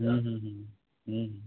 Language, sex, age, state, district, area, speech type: Bengali, male, 18-30, West Bengal, Howrah, urban, conversation